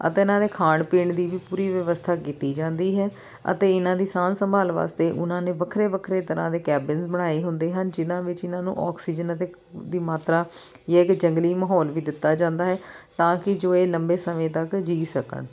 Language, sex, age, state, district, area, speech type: Punjabi, female, 30-45, Punjab, Amritsar, urban, spontaneous